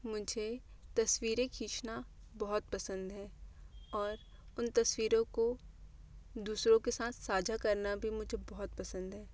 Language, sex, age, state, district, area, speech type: Hindi, female, 18-30, Madhya Pradesh, Bhopal, urban, spontaneous